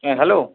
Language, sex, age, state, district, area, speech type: Bengali, male, 18-30, West Bengal, Purba Bardhaman, urban, conversation